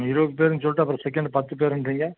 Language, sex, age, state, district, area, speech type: Tamil, male, 60+, Tamil Nadu, Nilgiris, rural, conversation